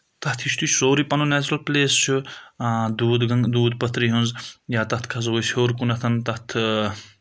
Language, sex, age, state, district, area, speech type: Kashmiri, male, 18-30, Jammu and Kashmir, Budgam, rural, spontaneous